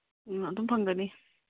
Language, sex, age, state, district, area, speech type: Manipuri, female, 30-45, Manipur, Imphal East, rural, conversation